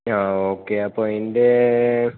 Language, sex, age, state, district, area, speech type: Malayalam, male, 18-30, Kerala, Idukki, rural, conversation